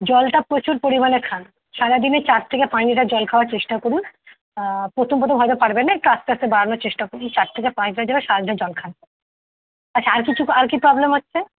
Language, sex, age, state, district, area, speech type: Bengali, female, 30-45, West Bengal, Kolkata, urban, conversation